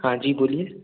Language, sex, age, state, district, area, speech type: Hindi, male, 18-30, Madhya Pradesh, Balaghat, rural, conversation